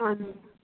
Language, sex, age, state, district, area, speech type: Punjabi, female, 30-45, Punjab, Jalandhar, rural, conversation